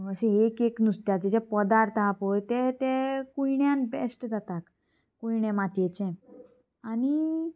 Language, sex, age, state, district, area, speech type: Goan Konkani, female, 18-30, Goa, Murmgao, rural, spontaneous